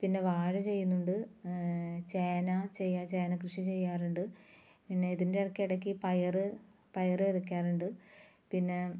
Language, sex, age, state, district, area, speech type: Malayalam, female, 30-45, Kerala, Ernakulam, rural, spontaneous